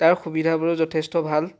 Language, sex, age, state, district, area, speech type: Assamese, male, 18-30, Assam, Biswanath, rural, spontaneous